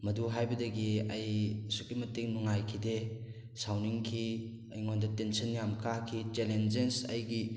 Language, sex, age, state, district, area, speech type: Manipuri, male, 18-30, Manipur, Thoubal, rural, spontaneous